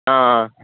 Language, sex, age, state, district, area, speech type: Tamil, male, 18-30, Tamil Nadu, Kallakurichi, urban, conversation